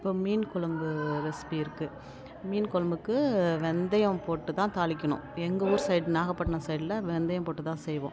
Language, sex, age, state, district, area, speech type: Tamil, female, 30-45, Tamil Nadu, Tiruvannamalai, rural, spontaneous